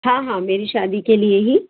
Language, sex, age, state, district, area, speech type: Hindi, female, 30-45, Madhya Pradesh, Jabalpur, urban, conversation